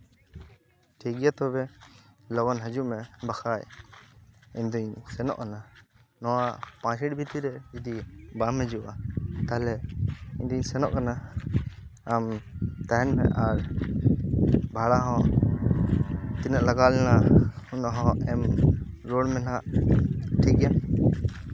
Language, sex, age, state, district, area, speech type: Santali, male, 18-30, West Bengal, Purba Bardhaman, rural, spontaneous